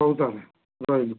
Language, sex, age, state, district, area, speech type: Odia, male, 30-45, Odisha, Balasore, rural, conversation